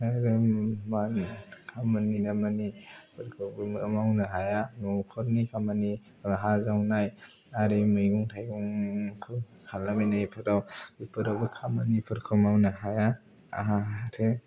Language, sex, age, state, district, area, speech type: Bodo, male, 18-30, Assam, Kokrajhar, rural, spontaneous